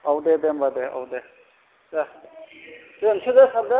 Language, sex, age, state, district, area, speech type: Bodo, male, 60+, Assam, Kokrajhar, rural, conversation